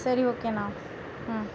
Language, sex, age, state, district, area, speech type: Tamil, female, 30-45, Tamil Nadu, Tiruvarur, urban, spontaneous